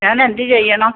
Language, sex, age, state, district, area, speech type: Malayalam, female, 60+, Kerala, Alappuzha, rural, conversation